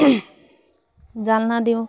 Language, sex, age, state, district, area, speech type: Assamese, female, 30-45, Assam, Charaideo, rural, spontaneous